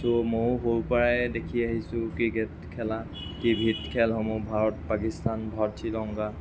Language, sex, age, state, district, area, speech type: Assamese, male, 45-60, Assam, Lakhimpur, rural, spontaneous